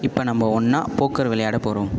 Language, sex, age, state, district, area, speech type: Tamil, male, 18-30, Tamil Nadu, Ariyalur, rural, read